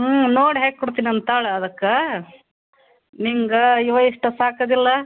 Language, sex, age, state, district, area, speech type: Kannada, female, 45-60, Karnataka, Gadag, rural, conversation